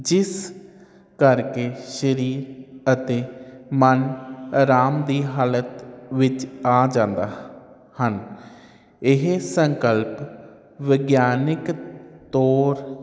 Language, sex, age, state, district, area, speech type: Punjabi, male, 30-45, Punjab, Hoshiarpur, urban, spontaneous